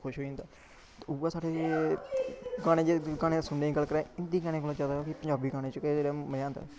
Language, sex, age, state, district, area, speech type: Dogri, male, 18-30, Jammu and Kashmir, Samba, rural, spontaneous